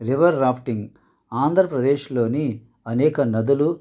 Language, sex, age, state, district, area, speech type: Telugu, male, 60+, Andhra Pradesh, Konaseema, rural, spontaneous